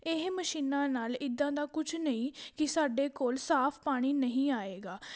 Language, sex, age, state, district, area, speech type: Punjabi, female, 18-30, Punjab, Patiala, rural, spontaneous